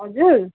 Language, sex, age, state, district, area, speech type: Nepali, female, 45-60, West Bengal, Darjeeling, rural, conversation